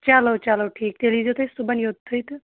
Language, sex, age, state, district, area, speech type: Kashmiri, female, 30-45, Jammu and Kashmir, Shopian, rural, conversation